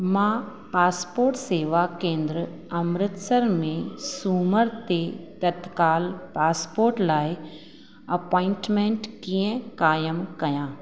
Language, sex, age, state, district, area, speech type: Sindhi, female, 30-45, Rajasthan, Ajmer, urban, read